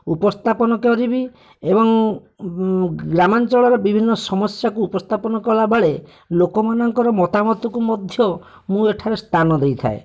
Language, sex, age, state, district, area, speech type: Odia, male, 45-60, Odisha, Bhadrak, rural, spontaneous